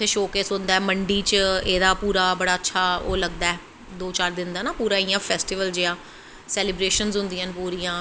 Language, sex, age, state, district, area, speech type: Dogri, female, 30-45, Jammu and Kashmir, Jammu, urban, spontaneous